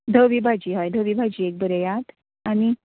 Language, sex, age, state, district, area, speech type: Goan Konkani, female, 30-45, Goa, Canacona, rural, conversation